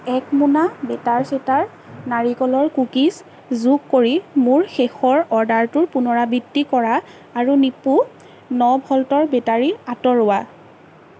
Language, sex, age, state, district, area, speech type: Assamese, female, 18-30, Assam, Majuli, urban, read